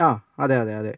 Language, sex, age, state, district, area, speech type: Malayalam, male, 45-60, Kerala, Kozhikode, urban, spontaneous